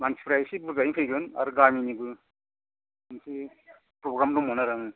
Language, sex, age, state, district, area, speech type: Bodo, male, 60+, Assam, Udalguri, rural, conversation